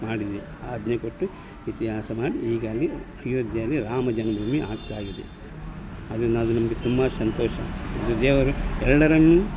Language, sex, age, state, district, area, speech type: Kannada, male, 60+, Karnataka, Dakshina Kannada, rural, spontaneous